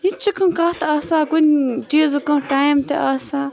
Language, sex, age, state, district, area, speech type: Kashmiri, female, 30-45, Jammu and Kashmir, Bandipora, rural, spontaneous